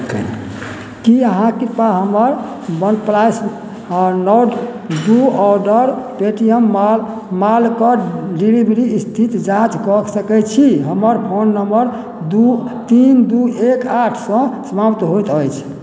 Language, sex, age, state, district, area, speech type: Maithili, male, 60+, Bihar, Madhubani, rural, read